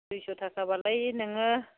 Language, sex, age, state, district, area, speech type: Bodo, female, 45-60, Assam, Chirang, rural, conversation